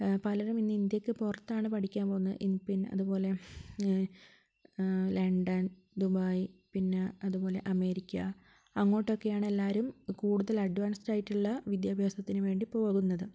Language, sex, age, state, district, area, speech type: Malayalam, female, 30-45, Kerala, Wayanad, rural, spontaneous